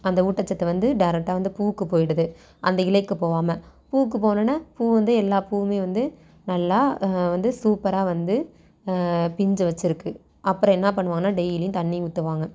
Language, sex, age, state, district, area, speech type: Tamil, female, 18-30, Tamil Nadu, Thanjavur, rural, spontaneous